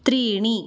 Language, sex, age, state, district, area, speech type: Sanskrit, female, 18-30, Karnataka, Dakshina Kannada, urban, read